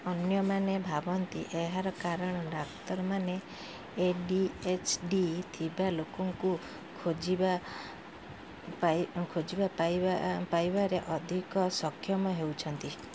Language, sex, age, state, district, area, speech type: Odia, female, 30-45, Odisha, Sundergarh, urban, read